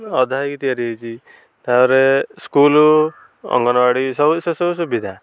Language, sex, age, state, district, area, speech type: Odia, male, 18-30, Odisha, Nayagarh, rural, spontaneous